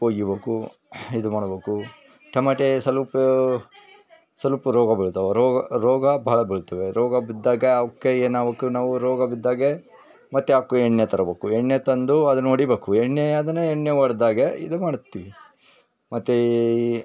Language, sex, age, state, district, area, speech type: Kannada, male, 30-45, Karnataka, Vijayanagara, rural, spontaneous